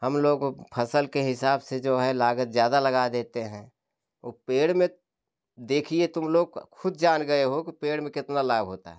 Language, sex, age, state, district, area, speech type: Hindi, male, 60+, Uttar Pradesh, Jaunpur, rural, spontaneous